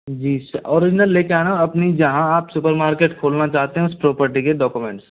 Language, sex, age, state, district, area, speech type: Hindi, male, 45-60, Rajasthan, Jaipur, urban, conversation